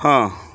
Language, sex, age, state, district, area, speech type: Odia, male, 60+, Odisha, Kendrapara, urban, spontaneous